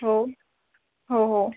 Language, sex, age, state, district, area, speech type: Marathi, female, 30-45, Maharashtra, Thane, urban, conversation